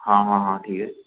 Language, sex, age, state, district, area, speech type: Hindi, male, 18-30, Madhya Pradesh, Jabalpur, urban, conversation